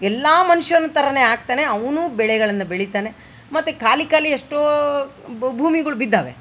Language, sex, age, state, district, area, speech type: Kannada, female, 45-60, Karnataka, Vijayanagara, rural, spontaneous